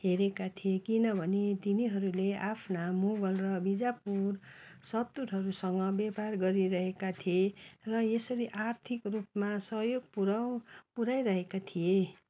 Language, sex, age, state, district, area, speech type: Nepali, female, 60+, West Bengal, Darjeeling, rural, read